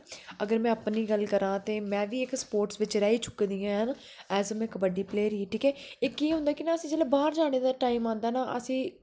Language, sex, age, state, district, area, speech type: Dogri, female, 18-30, Jammu and Kashmir, Kathua, urban, spontaneous